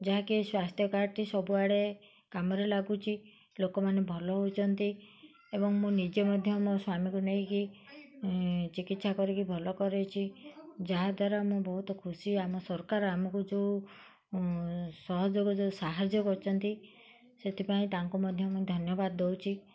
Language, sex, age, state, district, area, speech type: Odia, female, 60+, Odisha, Koraput, urban, spontaneous